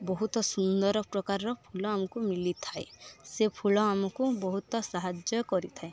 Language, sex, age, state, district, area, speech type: Odia, female, 18-30, Odisha, Balangir, urban, spontaneous